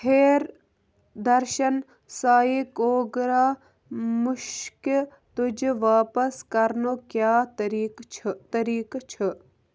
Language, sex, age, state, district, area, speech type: Kashmiri, female, 18-30, Jammu and Kashmir, Kupwara, rural, read